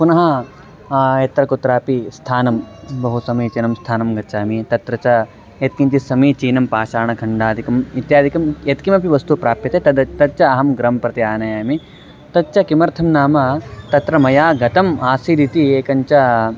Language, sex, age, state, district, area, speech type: Sanskrit, male, 18-30, Karnataka, Mandya, rural, spontaneous